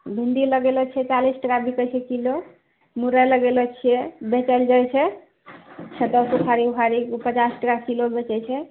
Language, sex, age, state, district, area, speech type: Maithili, female, 60+, Bihar, Purnia, rural, conversation